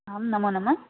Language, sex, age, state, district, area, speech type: Sanskrit, female, 18-30, Assam, Biswanath, rural, conversation